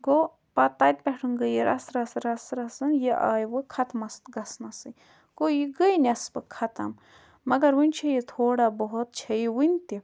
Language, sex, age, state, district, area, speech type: Kashmiri, female, 18-30, Jammu and Kashmir, Budgam, rural, spontaneous